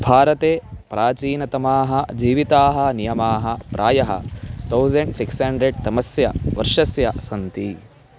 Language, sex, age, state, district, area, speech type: Sanskrit, male, 18-30, Karnataka, Chitradurga, urban, read